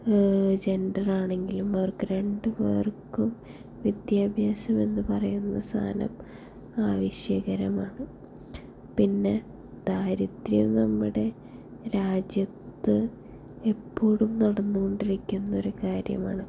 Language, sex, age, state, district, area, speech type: Malayalam, female, 18-30, Kerala, Thrissur, urban, spontaneous